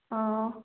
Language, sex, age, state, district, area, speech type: Manipuri, female, 45-60, Manipur, Churachandpur, urban, conversation